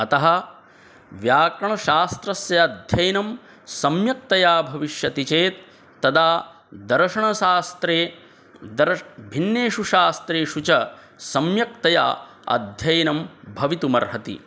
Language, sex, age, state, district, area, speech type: Sanskrit, male, 18-30, Bihar, Gaya, urban, spontaneous